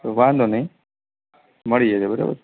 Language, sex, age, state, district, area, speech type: Gujarati, male, 18-30, Gujarat, Morbi, urban, conversation